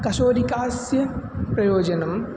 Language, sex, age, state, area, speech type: Sanskrit, male, 18-30, Uttar Pradesh, urban, spontaneous